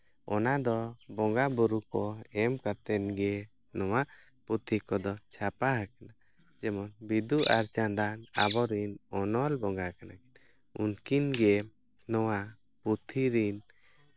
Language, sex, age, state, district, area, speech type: Santali, male, 30-45, Jharkhand, East Singhbhum, rural, spontaneous